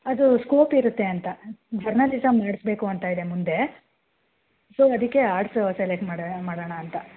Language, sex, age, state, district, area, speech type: Kannada, female, 30-45, Karnataka, Bangalore Rural, rural, conversation